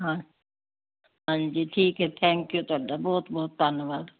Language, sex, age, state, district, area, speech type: Punjabi, female, 60+, Punjab, Fazilka, rural, conversation